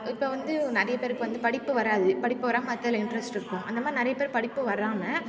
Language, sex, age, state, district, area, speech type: Tamil, female, 18-30, Tamil Nadu, Thanjavur, rural, spontaneous